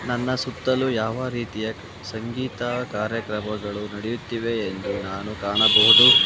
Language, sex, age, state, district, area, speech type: Kannada, male, 18-30, Karnataka, Kolar, rural, read